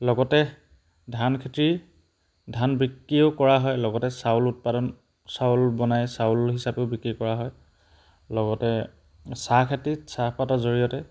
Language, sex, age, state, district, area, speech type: Assamese, male, 30-45, Assam, Charaideo, rural, spontaneous